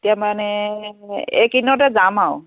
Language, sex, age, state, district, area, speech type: Assamese, female, 45-60, Assam, Dibrugarh, rural, conversation